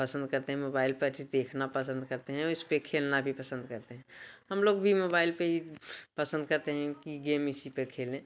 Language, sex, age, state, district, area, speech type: Hindi, female, 45-60, Uttar Pradesh, Bhadohi, urban, spontaneous